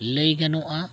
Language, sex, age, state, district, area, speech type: Santali, male, 45-60, Jharkhand, Bokaro, rural, spontaneous